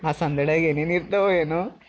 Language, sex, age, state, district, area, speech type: Kannada, male, 18-30, Karnataka, Bidar, urban, spontaneous